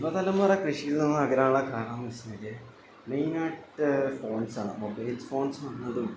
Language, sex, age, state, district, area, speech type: Malayalam, male, 18-30, Kerala, Wayanad, rural, spontaneous